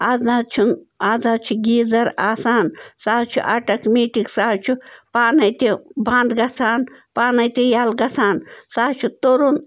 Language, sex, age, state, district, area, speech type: Kashmiri, female, 30-45, Jammu and Kashmir, Bandipora, rural, spontaneous